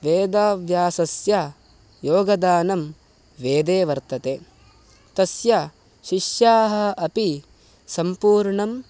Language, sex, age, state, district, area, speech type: Sanskrit, male, 18-30, Karnataka, Mysore, rural, spontaneous